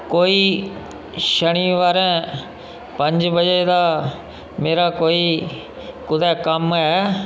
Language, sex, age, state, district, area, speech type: Dogri, male, 30-45, Jammu and Kashmir, Udhampur, rural, read